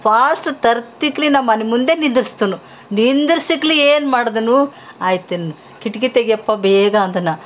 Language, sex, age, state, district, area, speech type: Kannada, female, 60+, Karnataka, Bidar, urban, spontaneous